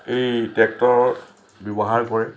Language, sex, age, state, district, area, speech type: Assamese, male, 60+, Assam, Lakhimpur, urban, spontaneous